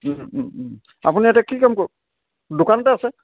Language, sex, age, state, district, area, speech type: Assamese, male, 45-60, Assam, Sivasagar, rural, conversation